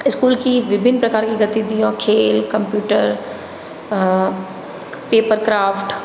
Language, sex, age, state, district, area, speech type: Hindi, female, 60+, Rajasthan, Jodhpur, urban, spontaneous